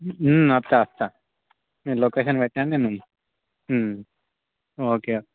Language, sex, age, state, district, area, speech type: Telugu, male, 18-30, Telangana, Mancherial, rural, conversation